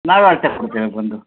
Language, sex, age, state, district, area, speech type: Kannada, male, 45-60, Karnataka, Shimoga, rural, conversation